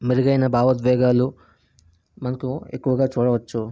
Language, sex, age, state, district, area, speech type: Telugu, male, 18-30, Andhra Pradesh, Vizianagaram, urban, spontaneous